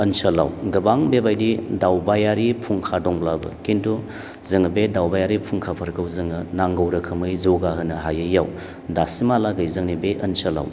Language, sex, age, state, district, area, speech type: Bodo, male, 45-60, Assam, Baksa, urban, spontaneous